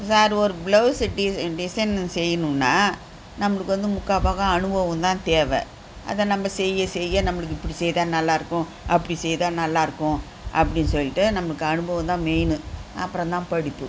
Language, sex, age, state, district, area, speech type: Tamil, female, 60+, Tamil Nadu, Viluppuram, rural, spontaneous